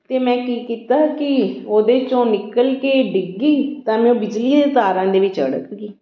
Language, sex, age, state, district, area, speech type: Punjabi, female, 45-60, Punjab, Patiala, urban, spontaneous